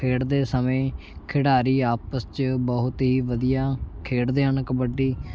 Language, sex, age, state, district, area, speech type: Punjabi, male, 18-30, Punjab, Shaheed Bhagat Singh Nagar, rural, spontaneous